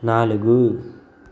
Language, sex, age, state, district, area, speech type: Telugu, male, 30-45, Andhra Pradesh, Guntur, rural, read